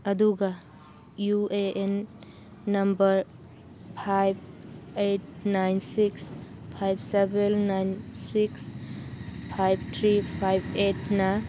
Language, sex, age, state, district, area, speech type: Manipuri, female, 45-60, Manipur, Churachandpur, urban, read